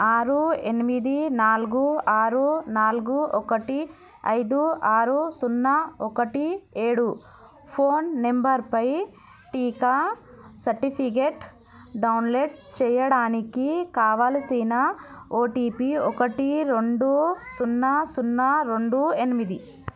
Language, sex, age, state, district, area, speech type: Telugu, female, 18-30, Telangana, Vikarabad, urban, read